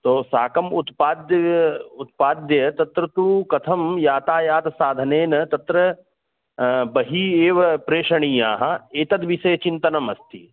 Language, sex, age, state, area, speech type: Sanskrit, male, 30-45, Uttar Pradesh, urban, conversation